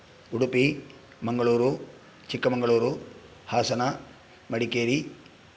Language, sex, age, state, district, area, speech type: Sanskrit, male, 45-60, Karnataka, Udupi, rural, spontaneous